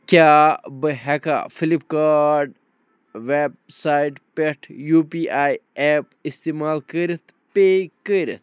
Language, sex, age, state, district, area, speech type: Kashmiri, male, 18-30, Jammu and Kashmir, Bandipora, rural, read